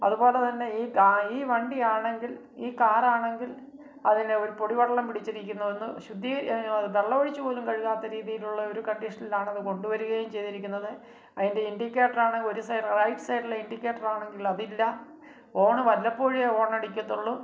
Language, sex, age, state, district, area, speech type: Malayalam, male, 45-60, Kerala, Kottayam, rural, spontaneous